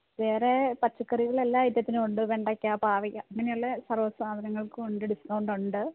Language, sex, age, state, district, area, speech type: Malayalam, female, 45-60, Kerala, Idukki, rural, conversation